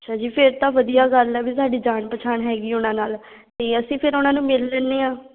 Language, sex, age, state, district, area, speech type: Punjabi, female, 18-30, Punjab, Patiala, urban, conversation